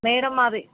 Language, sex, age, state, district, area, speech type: Telugu, female, 18-30, Telangana, Yadadri Bhuvanagiri, rural, conversation